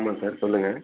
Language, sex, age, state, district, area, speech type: Tamil, male, 30-45, Tamil Nadu, Thanjavur, rural, conversation